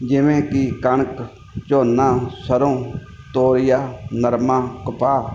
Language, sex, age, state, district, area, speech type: Punjabi, male, 45-60, Punjab, Mansa, urban, spontaneous